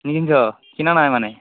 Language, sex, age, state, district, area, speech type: Assamese, male, 18-30, Assam, Barpeta, rural, conversation